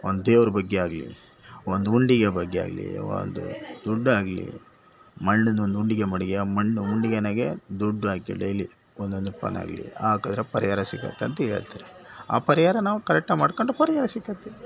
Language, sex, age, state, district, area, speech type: Kannada, male, 60+, Karnataka, Bangalore Rural, rural, spontaneous